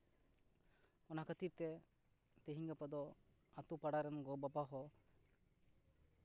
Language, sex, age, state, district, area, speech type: Santali, male, 30-45, West Bengal, Purba Bardhaman, rural, spontaneous